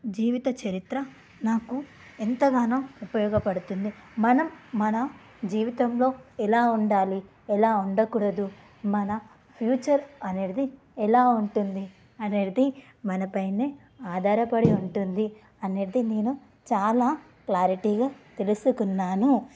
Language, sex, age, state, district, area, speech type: Telugu, female, 30-45, Telangana, Karimnagar, rural, spontaneous